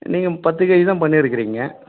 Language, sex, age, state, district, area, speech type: Tamil, male, 45-60, Tamil Nadu, Dharmapuri, rural, conversation